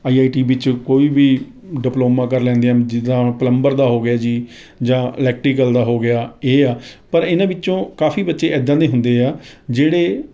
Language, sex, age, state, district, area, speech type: Punjabi, male, 30-45, Punjab, Rupnagar, rural, spontaneous